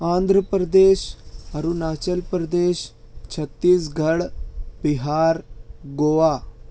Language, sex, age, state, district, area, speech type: Urdu, male, 18-30, Maharashtra, Nashik, rural, spontaneous